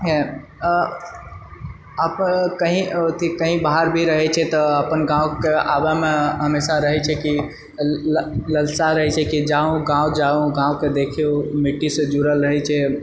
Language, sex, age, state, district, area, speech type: Maithili, male, 30-45, Bihar, Purnia, rural, spontaneous